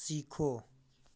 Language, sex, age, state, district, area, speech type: Hindi, male, 18-30, Uttar Pradesh, Chandauli, rural, read